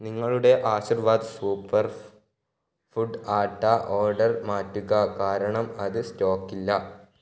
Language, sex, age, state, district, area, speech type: Malayalam, male, 18-30, Kerala, Kannur, rural, read